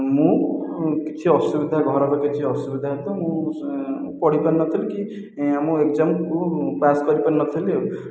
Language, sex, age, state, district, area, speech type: Odia, male, 18-30, Odisha, Khordha, rural, spontaneous